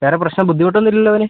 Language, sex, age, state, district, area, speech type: Malayalam, male, 30-45, Kerala, Wayanad, rural, conversation